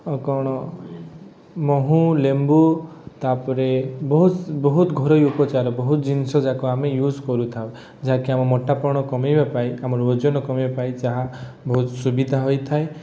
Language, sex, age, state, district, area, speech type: Odia, male, 18-30, Odisha, Rayagada, rural, spontaneous